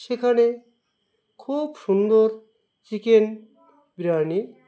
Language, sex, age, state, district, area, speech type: Bengali, male, 45-60, West Bengal, Dakshin Dinajpur, urban, spontaneous